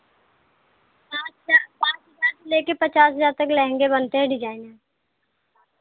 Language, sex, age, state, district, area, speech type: Hindi, female, 18-30, Uttar Pradesh, Pratapgarh, rural, conversation